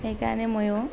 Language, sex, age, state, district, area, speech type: Assamese, female, 45-60, Assam, Nalbari, rural, spontaneous